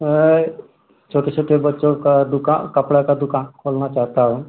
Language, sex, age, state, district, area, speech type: Hindi, male, 30-45, Uttar Pradesh, Ghazipur, rural, conversation